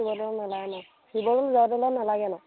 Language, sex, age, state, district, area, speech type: Assamese, female, 30-45, Assam, Sivasagar, rural, conversation